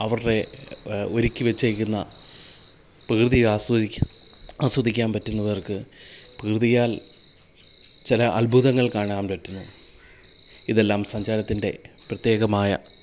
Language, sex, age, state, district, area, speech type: Malayalam, male, 30-45, Kerala, Kollam, rural, spontaneous